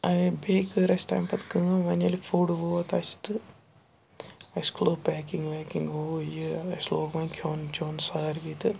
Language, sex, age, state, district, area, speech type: Kashmiri, male, 45-60, Jammu and Kashmir, Srinagar, urban, spontaneous